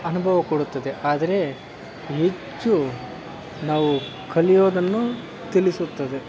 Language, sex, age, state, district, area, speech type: Kannada, male, 60+, Karnataka, Kodagu, rural, spontaneous